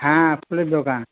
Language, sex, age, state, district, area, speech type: Bengali, male, 60+, West Bengal, Hooghly, rural, conversation